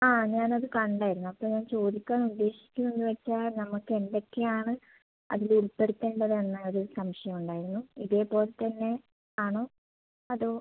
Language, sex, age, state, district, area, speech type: Malayalam, female, 18-30, Kerala, Kannur, urban, conversation